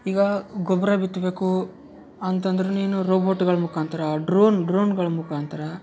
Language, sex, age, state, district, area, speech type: Kannada, male, 18-30, Karnataka, Yadgir, urban, spontaneous